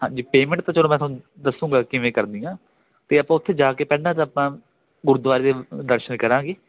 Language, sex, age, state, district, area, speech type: Punjabi, male, 18-30, Punjab, Ludhiana, rural, conversation